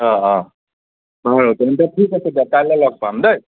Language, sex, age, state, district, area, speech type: Assamese, male, 30-45, Assam, Nagaon, rural, conversation